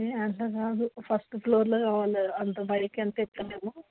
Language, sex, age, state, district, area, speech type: Telugu, female, 60+, Telangana, Hyderabad, urban, conversation